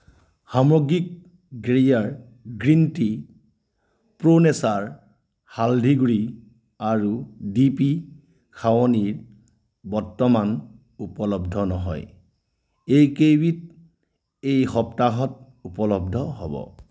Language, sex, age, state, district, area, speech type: Assamese, male, 30-45, Assam, Nagaon, rural, read